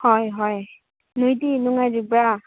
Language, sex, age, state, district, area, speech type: Manipuri, female, 18-30, Manipur, Senapati, rural, conversation